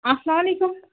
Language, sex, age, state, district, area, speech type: Kashmiri, female, 30-45, Jammu and Kashmir, Ganderbal, rural, conversation